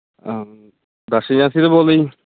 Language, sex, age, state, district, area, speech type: Punjabi, male, 18-30, Punjab, Shaheed Bhagat Singh Nagar, urban, conversation